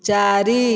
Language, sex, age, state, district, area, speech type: Odia, female, 60+, Odisha, Dhenkanal, rural, read